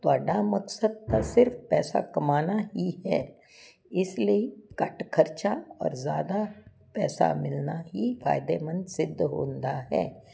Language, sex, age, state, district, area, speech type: Punjabi, female, 60+, Punjab, Jalandhar, urban, spontaneous